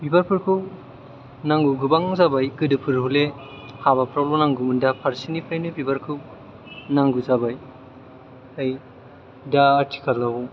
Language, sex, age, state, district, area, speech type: Bodo, male, 18-30, Assam, Chirang, urban, spontaneous